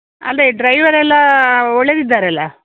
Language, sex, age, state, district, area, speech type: Kannada, female, 60+, Karnataka, Udupi, rural, conversation